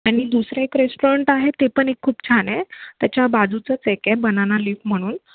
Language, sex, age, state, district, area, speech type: Marathi, female, 18-30, Maharashtra, Mumbai City, urban, conversation